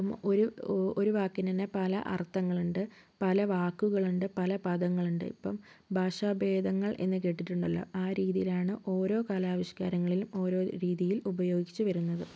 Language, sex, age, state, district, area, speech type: Malayalam, female, 18-30, Kerala, Kozhikode, urban, spontaneous